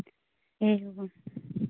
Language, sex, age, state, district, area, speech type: Sanskrit, female, 18-30, Karnataka, Uttara Kannada, urban, conversation